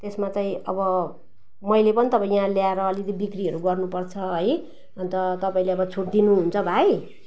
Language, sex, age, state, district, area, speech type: Nepali, female, 45-60, West Bengal, Jalpaiguri, urban, spontaneous